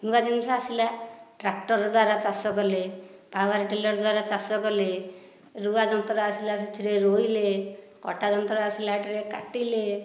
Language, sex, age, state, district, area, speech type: Odia, female, 30-45, Odisha, Dhenkanal, rural, spontaneous